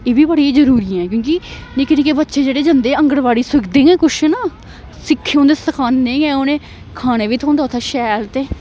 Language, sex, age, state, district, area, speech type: Dogri, female, 18-30, Jammu and Kashmir, Samba, rural, spontaneous